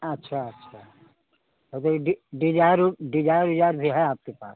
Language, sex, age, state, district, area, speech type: Hindi, male, 60+, Uttar Pradesh, Chandauli, rural, conversation